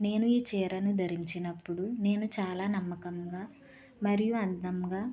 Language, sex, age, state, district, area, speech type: Telugu, female, 45-60, Andhra Pradesh, West Godavari, rural, spontaneous